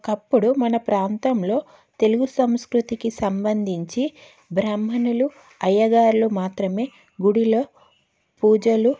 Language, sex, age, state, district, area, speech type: Telugu, female, 30-45, Telangana, Karimnagar, urban, spontaneous